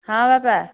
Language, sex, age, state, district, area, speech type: Odia, female, 30-45, Odisha, Dhenkanal, rural, conversation